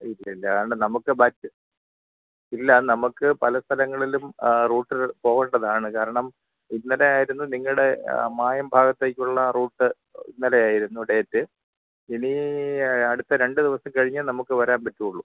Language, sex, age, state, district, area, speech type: Malayalam, male, 45-60, Kerala, Thiruvananthapuram, rural, conversation